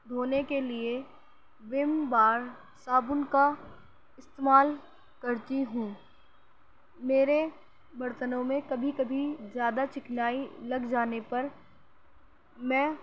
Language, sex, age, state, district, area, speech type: Urdu, female, 18-30, Uttar Pradesh, Gautam Buddha Nagar, rural, spontaneous